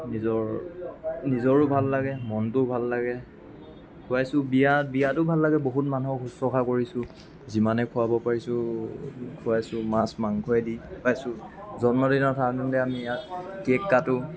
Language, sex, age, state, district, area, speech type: Assamese, male, 45-60, Assam, Lakhimpur, rural, spontaneous